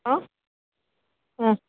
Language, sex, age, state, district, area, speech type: Malayalam, female, 60+, Kerala, Thiruvananthapuram, rural, conversation